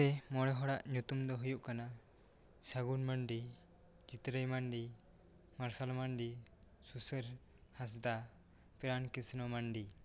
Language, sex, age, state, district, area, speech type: Santali, male, 18-30, West Bengal, Bankura, rural, spontaneous